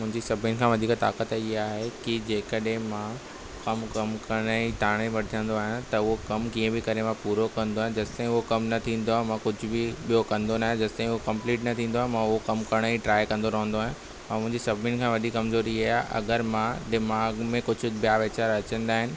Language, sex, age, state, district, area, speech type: Sindhi, male, 18-30, Maharashtra, Thane, urban, spontaneous